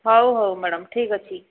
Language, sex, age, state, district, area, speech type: Odia, female, 45-60, Odisha, Sambalpur, rural, conversation